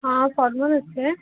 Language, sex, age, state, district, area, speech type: Hindi, female, 18-30, Madhya Pradesh, Harda, urban, conversation